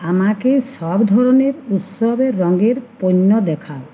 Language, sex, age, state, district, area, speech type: Bengali, female, 45-60, West Bengal, Uttar Dinajpur, urban, read